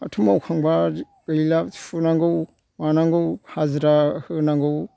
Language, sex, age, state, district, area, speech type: Bodo, male, 60+, Assam, Kokrajhar, urban, spontaneous